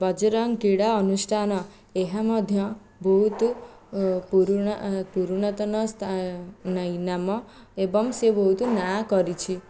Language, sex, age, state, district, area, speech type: Odia, female, 18-30, Odisha, Jajpur, rural, spontaneous